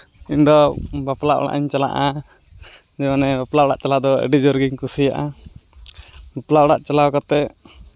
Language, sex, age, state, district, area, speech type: Santali, male, 18-30, West Bengal, Uttar Dinajpur, rural, spontaneous